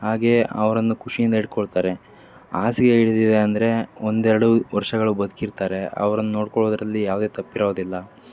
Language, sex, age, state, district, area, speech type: Kannada, male, 45-60, Karnataka, Davanagere, rural, spontaneous